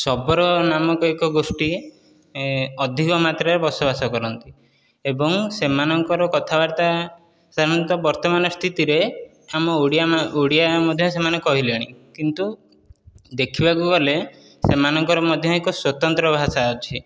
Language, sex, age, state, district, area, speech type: Odia, male, 18-30, Odisha, Dhenkanal, rural, spontaneous